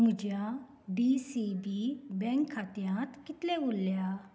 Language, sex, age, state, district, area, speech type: Goan Konkani, female, 45-60, Goa, Canacona, rural, read